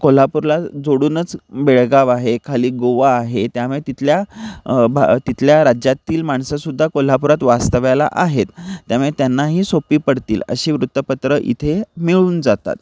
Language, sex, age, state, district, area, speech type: Marathi, male, 30-45, Maharashtra, Kolhapur, urban, spontaneous